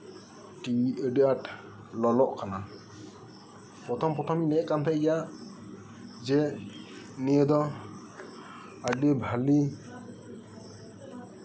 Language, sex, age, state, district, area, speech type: Santali, male, 30-45, West Bengal, Birbhum, rural, spontaneous